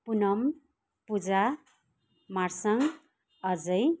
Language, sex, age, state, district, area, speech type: Nepali, female, 45-60, West Bengal, Kalimpong, rural, spontaneous